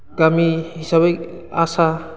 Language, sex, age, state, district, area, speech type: Bodo, male, 30-45, Assam, Udalguri, rural, spontaneous